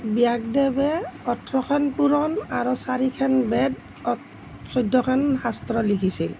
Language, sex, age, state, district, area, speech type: Assamese, female, 60+, Assam, Nalbari, rural, spontaneous